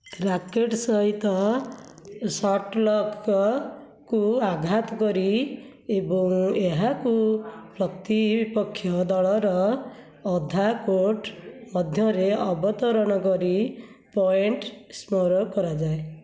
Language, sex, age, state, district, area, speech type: Odia, female, 45-60, Odisha, Nayagarh, rural, read